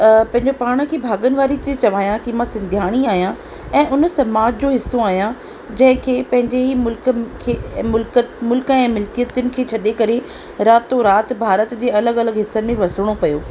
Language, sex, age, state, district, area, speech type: Sindhi, female, 45-60, Rajasthan, Ajmer, rural, spontaneous